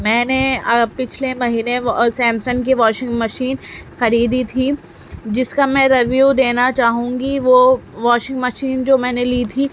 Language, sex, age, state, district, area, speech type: Urdu, female, 18-30, Delhi, Central Delhi, urban, spontaneous